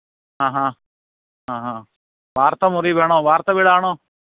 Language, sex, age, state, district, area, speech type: Malayalam, male, 45-60, Kerala, Alappuzha, urban, conversation